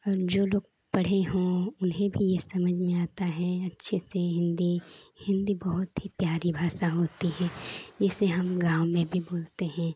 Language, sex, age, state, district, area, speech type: Hindi, female, 18-30, Uttar Pradesh, Chandauli, urban, spontaneous